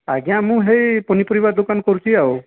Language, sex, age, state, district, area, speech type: Odia, male, 18-30, Odisha, Nayagarh, rural, conversation